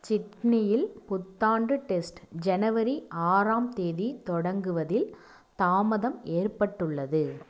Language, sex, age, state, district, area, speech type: Tamil, female, 18-30, Tamil Nadu, Nagapattinam, rural, read